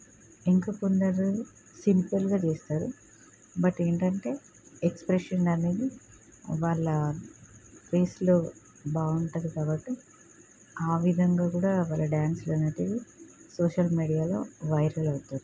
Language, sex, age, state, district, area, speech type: Telugu, female, 30-45, Telangana, Peddapalli, rural, spontaneous